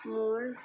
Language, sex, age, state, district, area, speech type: Bengali, female, 30-45, West Bengal, Murshidabad, rural, spontaneous